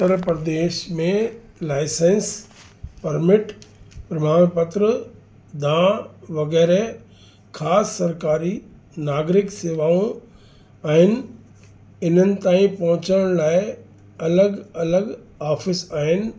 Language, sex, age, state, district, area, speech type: Sindhi, male, 60+, Uttar Pradesh, Lucknow, urban, spontaneous